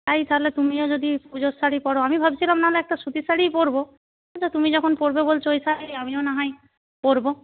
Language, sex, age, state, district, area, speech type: Bengali, female, 18-30, West Bengal, Paschim Medinipur, rural, conversation